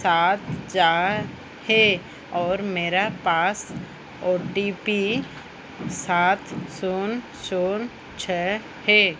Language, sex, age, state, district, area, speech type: Hindi, female, 45-60, Madhya Pradesh, Chhindwara, rural, read